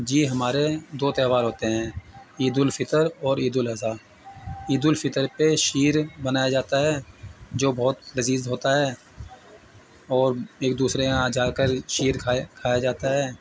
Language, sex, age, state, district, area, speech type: Urdu, male, 45-60, Uttar Pradesh, Muzaffarnagar, urban, spontaneous